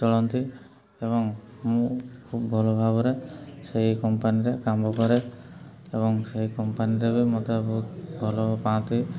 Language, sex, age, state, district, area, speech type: Odia, male, 30-45, Odisha, Mayurbhanj, rural, spontaneous